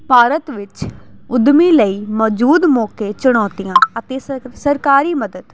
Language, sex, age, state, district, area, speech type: Punjabi, female, 18-30, Punjab, Jalandhar, urban, spontaneous